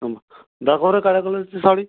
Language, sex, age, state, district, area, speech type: Marathi, male, 18-30, Maharashtra, Gondia, rural, conversation